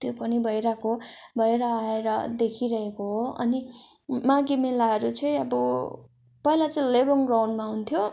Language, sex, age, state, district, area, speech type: Nepali, female, 18-30, West Bengal, Darjeeling, rural, spontaneous